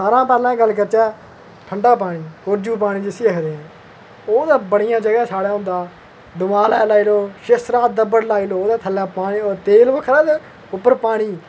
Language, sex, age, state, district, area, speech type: Dogri, male, 30-45, Jammu and Kashmir, Udhampur, urban, spontaneous